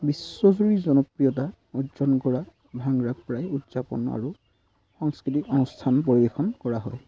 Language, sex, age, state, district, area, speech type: Assamese, male, 18-30, Assam, Sivasagar, rural, spontaneous